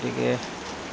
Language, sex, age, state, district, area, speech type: Assamese, male, 30-45, Assam, Goalpara, urban, spontaneous